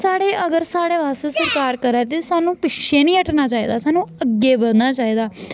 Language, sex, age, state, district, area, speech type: Dogri, female, 18-30, Jammu and Kashmir, Samba, urban, spontaneous